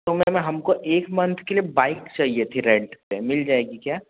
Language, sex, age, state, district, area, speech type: Hindi, male, 18-30, Madhya Pradesh, Betul, urban, conversation